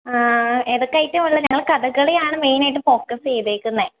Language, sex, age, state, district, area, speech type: Malayalam, female, 18-30, Kerala, Idukki, rural, conversation